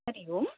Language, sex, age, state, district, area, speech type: Sanskrit, female, 30-45, Maharashtra, Nagpur, urban, conversation